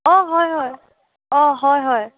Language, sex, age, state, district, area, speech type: Assamese, female, 18-30, Assam, Morigaon, rural, conversation